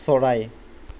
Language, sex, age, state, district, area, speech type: Assamese, male, 30-45, Assam, Lakhimpur, rural, read